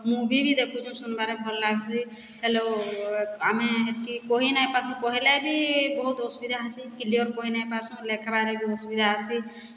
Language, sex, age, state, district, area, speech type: Odia, female, 45-60, Odisha, Boudh, rural, spontaneous